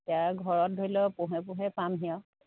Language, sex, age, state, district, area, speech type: Assamese, female, 30-45, Assam, Sivasagar, rural, conversation